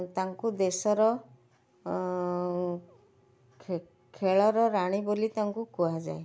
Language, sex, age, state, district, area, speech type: Odia, female, 45-60, Odisha, Cuttack, urban, spontaneous